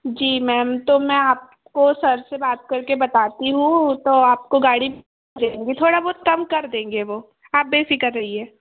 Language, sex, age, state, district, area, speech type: Hindi, female, 18-30, Madhya Pradesh, Betul, urban, conversation